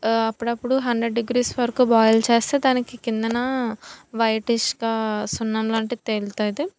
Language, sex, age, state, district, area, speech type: Telugu, female, 18-30, Andhra Pradesh, Anakapalli, rural, spontaneous